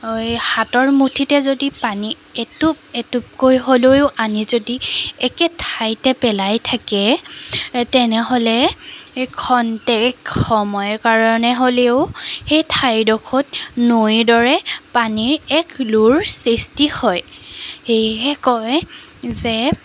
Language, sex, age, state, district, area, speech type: Assamese, female, 30-45, Assam, Jorhat, urban, spontaneous